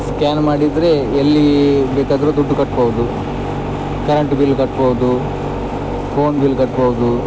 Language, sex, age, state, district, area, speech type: Kannada, male, 30-45, Karnataka, Dakshina Kannada, rural, spontaneous